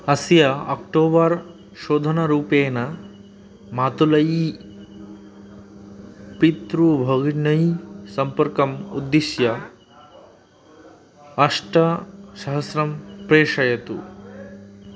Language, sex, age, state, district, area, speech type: Sanskrit, male, 18-30, West Bengal, Cooch Behar, rural, read